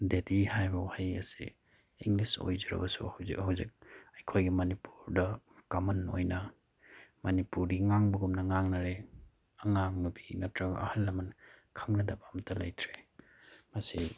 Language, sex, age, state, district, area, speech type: Manipuri, male, 30-45, Manipur, Bishnupur, rural, spontaneous